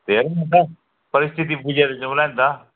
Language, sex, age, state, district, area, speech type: Nepali, male, 60+, West Bengal, Jalpaiguri, rural, conversation